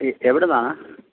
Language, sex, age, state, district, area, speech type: Malayalam, male, 45-60, Kerala, Thiruvananthapuram, rural, conversation